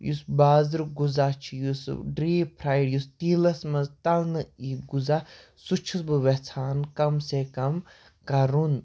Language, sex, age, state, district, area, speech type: Kashmiri, male, 30-45, Jammu and Kashmir, Baramulla, urban, spontaneous